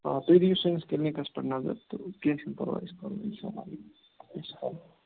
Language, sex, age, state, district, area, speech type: Kashmiri, male, 30-45, Jammu and Kashmir, Ganderbal, rural, conversation